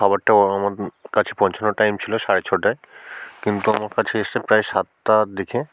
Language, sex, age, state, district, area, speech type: Bengali, male, 45-60, West Bengal, South 24 Parganas, rural, spontaneous